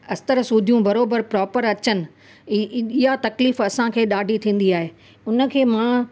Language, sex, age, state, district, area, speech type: Sindhi, female, 45-60, Gujarat, Kutch, urban, spontaneous